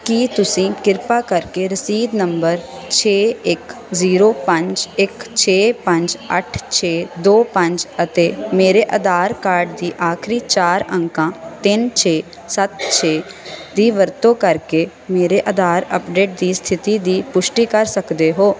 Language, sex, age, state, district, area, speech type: Punjabi, female, 18-30, Punjab, Firozpur, urban, read